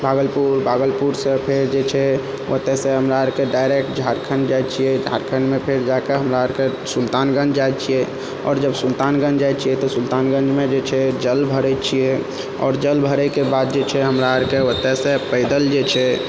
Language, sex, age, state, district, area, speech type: Maithili, male, 30-45, Bihar, Purnia, rural, spontaneous